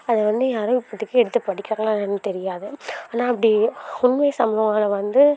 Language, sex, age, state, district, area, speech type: Tamil, female, 18-30, Tamil Nadu, Karur, rural, spontaneous